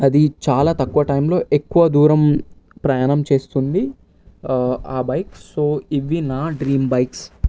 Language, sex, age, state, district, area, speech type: Telugu, male, 18-30, Telangana, Vikarabad, urban, spontaneous